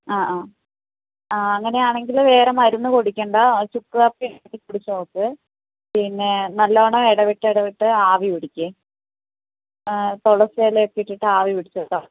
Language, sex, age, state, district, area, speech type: Malayalam, female, 18-30, Kerala, Wayanad, rural, conversation